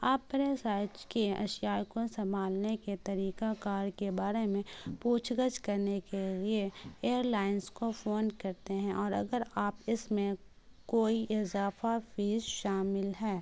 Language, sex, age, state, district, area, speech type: Urdu, female, 18-30, Bihar, Khagaria, rural, spontaneous